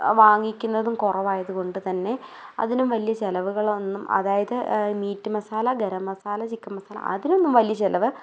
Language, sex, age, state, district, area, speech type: Malayalam, female, 18-30, Kerala, Idukki, rural, spontaneous